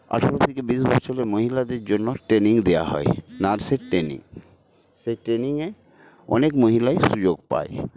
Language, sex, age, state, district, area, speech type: Bengali, male, 60+, West Bengal, Paschim Medinipur, rural, spontaneous